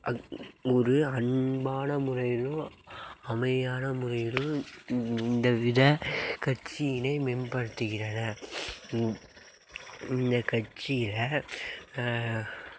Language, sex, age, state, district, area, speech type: Tamil, male, 18-30, Tamil Nadu, Mayiladuthurai, urban, spontaneous